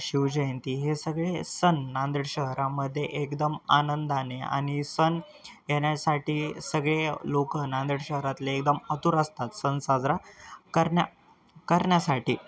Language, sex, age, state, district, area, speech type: Marathi, male, 18-30, Maharashtra, Nanded, rural, spontaneous